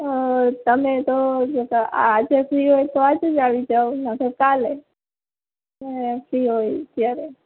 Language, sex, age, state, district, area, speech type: Gujarati, female, 30-45, Gujarat, Morbi, urban, conversation